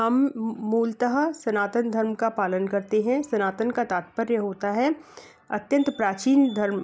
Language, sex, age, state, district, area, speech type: Hindi, female, 45-60, Madhya Pradesh, Gwalior, urban, spontaneous